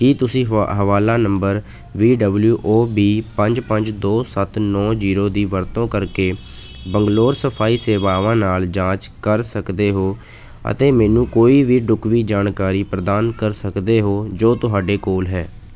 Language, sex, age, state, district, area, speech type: Punjabi, male, 18-30, Punjab, Ludhiana, rural, read